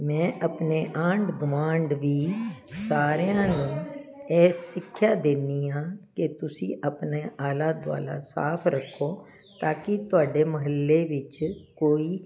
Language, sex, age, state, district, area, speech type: Punjabi, female, 60+, Punjab, Jalandhar, urban, spontaneous